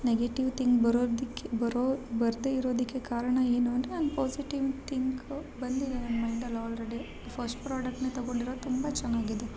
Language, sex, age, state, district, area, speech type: Kannada, female, 30-45, Karnataka, Hassan, urban, spontaneous